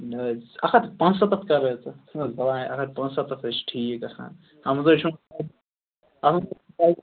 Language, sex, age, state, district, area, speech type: Kashmiri, male, 18-30, Jammu and Kashmir, Ganderbal, rural, conversation